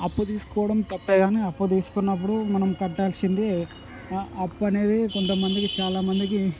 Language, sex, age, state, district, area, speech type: Telugu, male, 18-30, Telangana, Ranga Reddy, rural, spontaneous